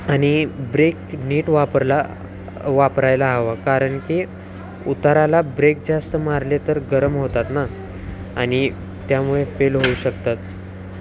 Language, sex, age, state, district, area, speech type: Marathi, male, 18-30, Maharashtra, Wardha, urban, spontaneous